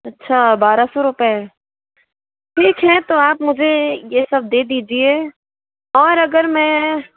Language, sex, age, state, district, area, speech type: Hindi, female, 30-45, Rajasthan, Jaipur, urban, conversation